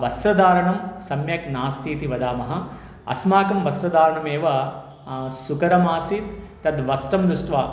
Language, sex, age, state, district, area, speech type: Sanskrit, male, 30-45, Telangana, Medchal, urban, spontaneous